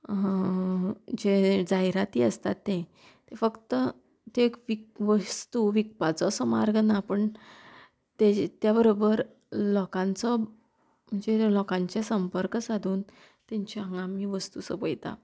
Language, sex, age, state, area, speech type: Goan Konkani, female, 30-45, Goa, rural, spontaneous